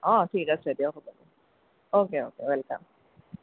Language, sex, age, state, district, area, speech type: Assamese, female, 45-60, Assam, Sonitpur, urban, conversation